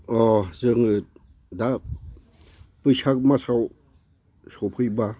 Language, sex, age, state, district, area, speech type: Bodo, male, 60+, Assam, Udalguri, rural, spontaneous